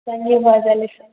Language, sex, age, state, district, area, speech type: Telugu, female, 18-30, Andhra Pradesh, Chittoor, rural, conversation